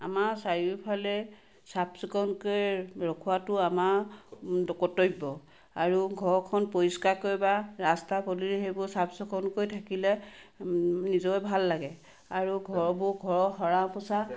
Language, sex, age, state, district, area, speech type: Assamese, female, 45-60, Assam, Sivasagar, rural, spontaneous